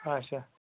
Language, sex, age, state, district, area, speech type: Kashmiri, male, 30-45, Jammu and Kashmir, Anantnag, rural, conversation